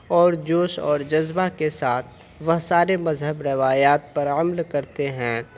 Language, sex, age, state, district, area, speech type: Urdu, male, 18-30, Bihar, Purnia, rural, spontaneous